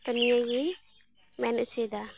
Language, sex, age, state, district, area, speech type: Santali, female, 18-30, West Bengal, Malda, rural, spontaneous